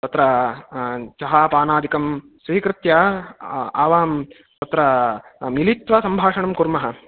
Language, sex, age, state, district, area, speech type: Sanskrit, male, 18-30, Karnataka, Uttara Kannada, rural, conversation